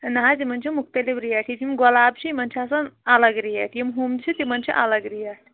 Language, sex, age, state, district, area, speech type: Kashmiri, female, 30-45, Jammu and Kashmir, Anantnag, rural, conversation